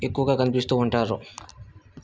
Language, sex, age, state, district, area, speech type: Telugu, male, 30-45, Andhra Pradesh, Vizianagaram, rural, spontaneous